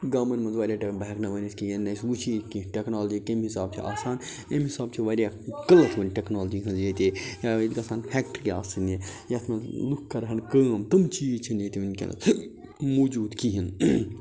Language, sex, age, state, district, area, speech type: Kashmiri, male, 30-45, Jammu and Kashmir, Budgam, rural, spontaneous